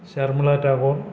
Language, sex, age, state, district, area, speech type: Malayalam, male, 60+, Kerala, Kollam, rural, spontaneous